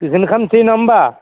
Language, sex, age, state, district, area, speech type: Bodo, male, 60+, Assam, Udalguri, rural, conversation